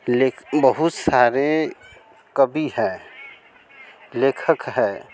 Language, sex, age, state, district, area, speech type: Hindi, male, 45-60, Bihar, Vaishali, urban, spontaneous